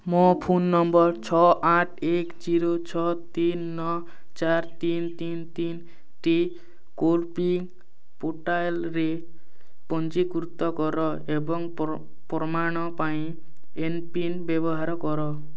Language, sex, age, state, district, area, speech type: Odia, male, 18-30, Odisha, Kalahandi, rural, read